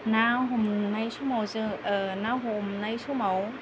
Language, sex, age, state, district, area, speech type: Bodo, female, 30-45, Assam, Kokrajhar, rural, spontaneous